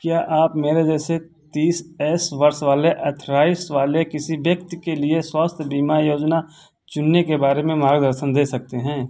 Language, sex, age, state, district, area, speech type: Hindi, male, 60+, Uttar Pradesh, Ayodhya, rural, read